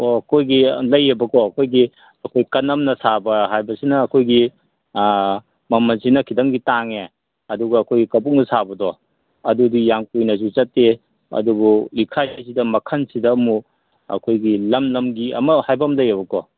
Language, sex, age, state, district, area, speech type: Manipuri, male, 45-60, Manipur, Kangpokpi, urban, conversation